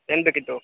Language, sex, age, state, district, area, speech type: Kannada, male, 18-30, Karnataka, Mandya, rural, conversation